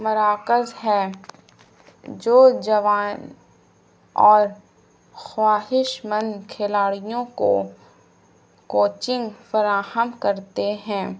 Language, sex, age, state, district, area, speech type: Urdu, female, 18-30, Bihar, Gaya, urban, spontaneous